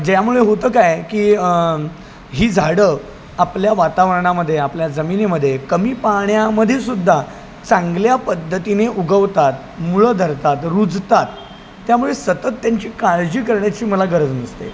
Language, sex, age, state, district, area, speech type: Marathi, male, 30-45, Maharashtra, Palghar, rural, spontaneous